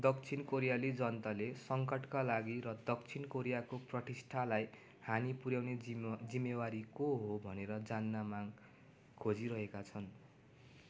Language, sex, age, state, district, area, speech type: Nepali, male, 18-30, West Bengal, Darjeeling, rural, read